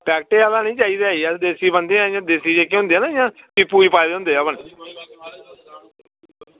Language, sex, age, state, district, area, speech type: Dogri, male, 30-45, Jammu and Kashmir, Samba, rural, conversation